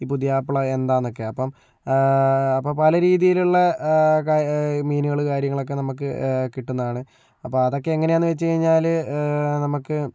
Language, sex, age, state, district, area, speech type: Malayalam, male, 60+, Kerala, Kozhikode, urban, spontaneous